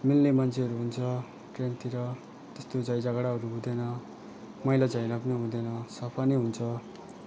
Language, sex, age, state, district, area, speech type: Nepali, male, 18-30, West Bengal, Alipurduar, urban, spontaneous